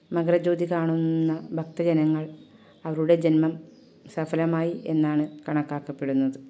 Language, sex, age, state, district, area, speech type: Malayalam, female, 30-45, Kerala, Kasaragod, urban, spontaneous